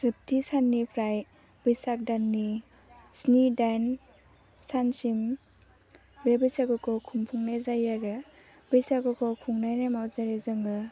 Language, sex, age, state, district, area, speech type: Bodo, female, 18-30, Assam, Baksa, rural, spontaneous